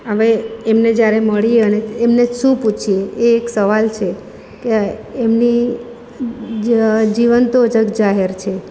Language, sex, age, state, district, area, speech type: Gujarati, female, 45-60, Gujarat, Surat, urban, spontaneous